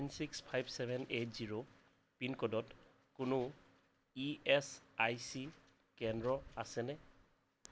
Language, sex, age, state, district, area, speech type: Assamese, male, 30-45, Assam, Darrang, rural, read